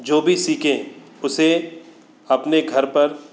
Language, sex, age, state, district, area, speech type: Hindi, male, 30-45, Madhya Pradesh, Katni, urban, spontaneous